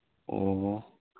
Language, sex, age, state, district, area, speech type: Manipuri, male, 18-30, Manipur, Chandel, rural, conversation